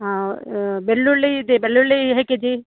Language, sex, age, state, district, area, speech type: Kannada, female, 30-45, Karnataka, Uttara Kannada, rural, conversation